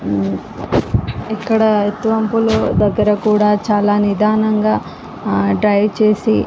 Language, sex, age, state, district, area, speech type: Telugu, female, 18-30, Andhra Pradesh, Srikakulam, rural, spontaneous